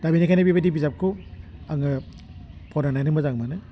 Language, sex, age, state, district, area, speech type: Bodo, male, 60+, Assam, Udalguri, urban, spontaneous